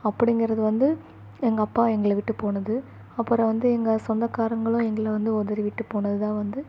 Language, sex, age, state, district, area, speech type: Tamil, female, 18-30, Tamil Nadu, Chennai, urban, spontaneous